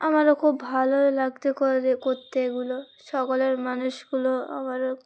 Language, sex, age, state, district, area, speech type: Bengali, female, 18-30, West Bengal, Uttar Dinajpur, urban, spontaneous